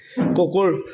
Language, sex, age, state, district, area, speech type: Assamese, male, 18-30, Assam, Sivasagar, rural, read